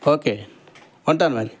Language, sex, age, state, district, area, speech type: Telugu, male, 60+, Andhra Pradesh, Krishna, rural, spontaneous